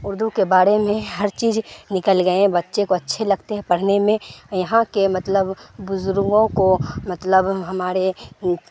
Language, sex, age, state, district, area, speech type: Urdu, female, 18-30, Bihar, Supaul, rural, spontaneous